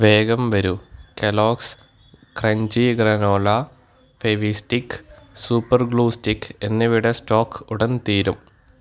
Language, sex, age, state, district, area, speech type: Malayalam, male, 18-30, Kerala, Palakkad, rural, read